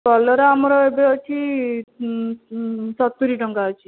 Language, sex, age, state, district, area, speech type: Odia, female, 18-30, Odisha, Jajpur, rural, conversation